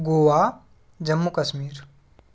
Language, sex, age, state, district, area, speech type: Hindi, male, 45-60, Madhya Pradesh, Bhopal, rural, spontaneous